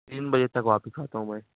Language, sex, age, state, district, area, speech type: Urdu, male, 18-30, Maharashtra, Nashik, urban, conversation